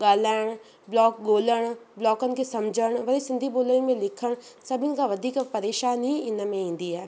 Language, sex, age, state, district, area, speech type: Sindhi, female, 18-30, Rajasthan, Ajmer, urban, spontaneous